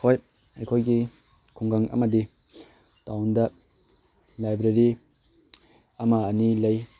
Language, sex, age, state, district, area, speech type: Manipuri, male, 18-30, Manipur, Tengnoupal, rural, spontaneous